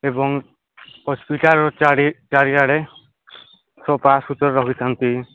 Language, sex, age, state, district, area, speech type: Odia, male, 18-30, Odisha, Nabarangpur, urban, conversation